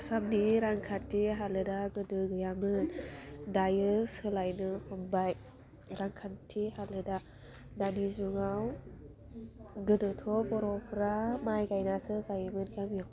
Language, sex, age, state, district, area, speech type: Bodo, female, 18-30, Assam, Udalguri, urban, spontaneous